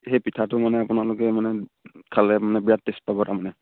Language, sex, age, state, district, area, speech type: Assamese, male, 18-30, Assam, Sivasagar, rural, conversation